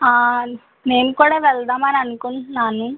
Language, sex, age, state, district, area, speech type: Telugu, female, 30-45, Andhra Pradesh, East Godavari, rural, conversation